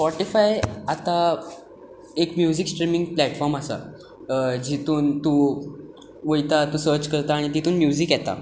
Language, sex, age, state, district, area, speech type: Goan Konkani, male, 18-30, Goa, Tiswadi, rural, spontaneous